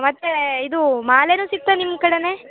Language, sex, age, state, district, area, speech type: Kannada, female, 18-30, Karnataka, Uttara Kannada, rural, conversation